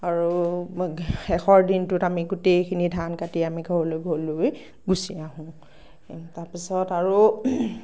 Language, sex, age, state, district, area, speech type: Assamese, female, 18-30, Assam, Darrang, rural, spontaneous